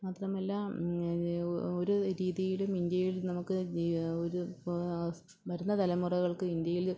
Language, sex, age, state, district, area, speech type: Malayalam, female, 30-45, Kerala, Pathanamthitta, urban, spontaneous